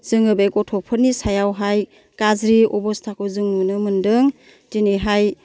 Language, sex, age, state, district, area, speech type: Bodo, female, 60+, Assam, Kokrajhar, urban, spontaneous